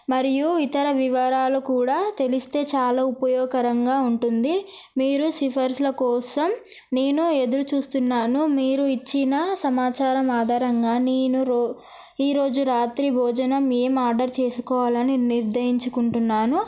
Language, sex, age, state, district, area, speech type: Telugu, female, 18-30, Telangana, Narayanpet, urban, spontaneous